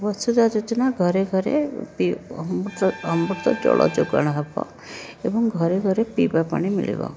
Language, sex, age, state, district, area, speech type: Odia, female, 30-45, Odisha, Rayagada, rural, spontaneous